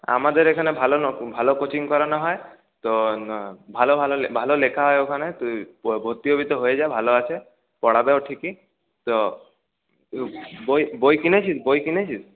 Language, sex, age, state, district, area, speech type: Bengali, male, 30-45, West Bengal, Paschim Bardhaman, urban, conversation